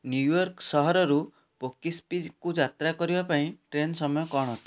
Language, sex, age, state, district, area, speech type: Odia, male, 30-45, Odisha, Puri, urban, read